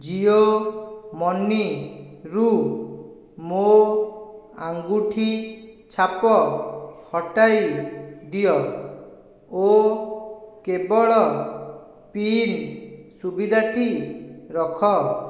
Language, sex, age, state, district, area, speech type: Odia, male, 45-60, Odisha, Dhenkanal, rural, read